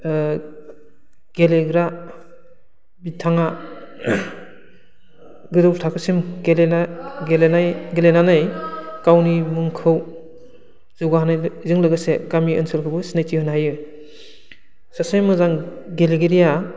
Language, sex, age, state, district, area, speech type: Bodo, male, 30-45, Assam, Udalguri, rural, spontaneous